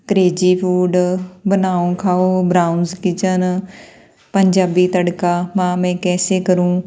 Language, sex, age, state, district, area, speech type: Punjabi, female, 30-45, Punjab, Tarn Taran, rural, spontaneous